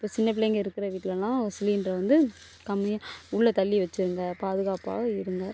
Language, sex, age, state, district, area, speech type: Tamil, female, 18-30, Tamil Nadu, Thoothukudi, urban, spontaneous